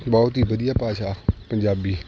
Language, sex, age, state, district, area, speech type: Punjabi, male, 18-30, Punjab, Shaheed Bhagat Singh Nagar, rural, spontaneous